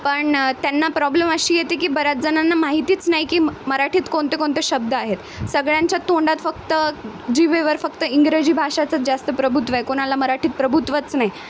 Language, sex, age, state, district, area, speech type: Marathi, female, 18-30, Maharashtra, Nanded, rural, spontaneous